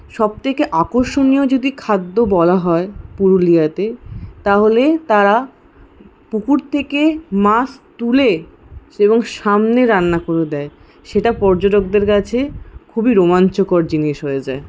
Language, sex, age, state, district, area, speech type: Bengali, female, 18-30, West Bengal, Paschim Bardhaman, rural, spontaneous